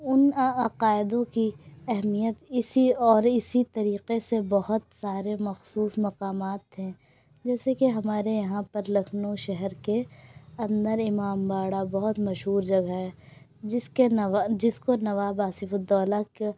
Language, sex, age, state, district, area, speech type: Urdu, female, 18-30, Uttar Pradesh, Lucknow, urban, spontaneous